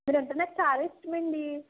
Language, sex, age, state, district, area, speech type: Telugu, female, 30-45, Andhra Pradesh, East Godavari, rural, conversation